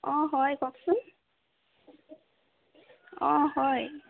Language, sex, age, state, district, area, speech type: Assamese, female, 18-30, Assam, Sivasagar, urban, conversation